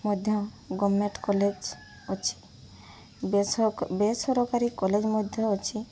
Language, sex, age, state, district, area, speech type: Odia, female, 30-45, Odisha, Mayurbhanj, rural, spontaneous